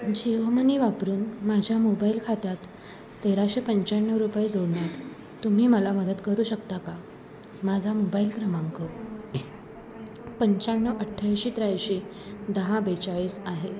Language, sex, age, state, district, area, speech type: Marathi, female, 18-30, Maharashtra, Ratnagiri, urban, read